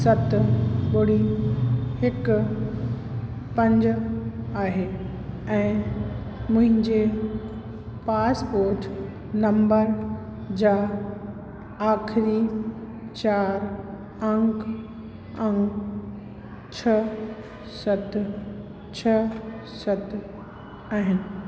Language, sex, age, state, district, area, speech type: Sindhi, female, 45-60, Uttar Pradesh, Lucknow, urban, read